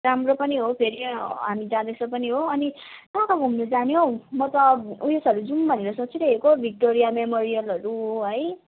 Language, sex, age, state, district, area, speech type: Nepali, female, 18-30, West Bengal, Jalpaiguri, urban, conversation